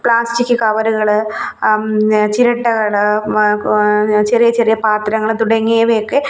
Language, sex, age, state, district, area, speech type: Malayalam, female, 30-45, Kerala, Kollam, rural, spontaneous